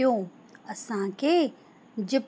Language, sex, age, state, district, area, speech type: Sindhi, female, 45-60, Rajasthan, Ajmer, urban, spontaneous